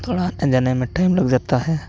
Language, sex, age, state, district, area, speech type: Hindi, male, 30-45, Uttar Pradesh, Hardoi, rural, spontaneous